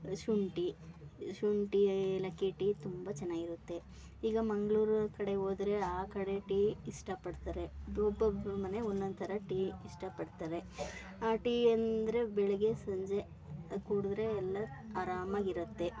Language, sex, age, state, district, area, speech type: Kannada, female, 30-45, Karnataka, Mandya, rural, spontaneous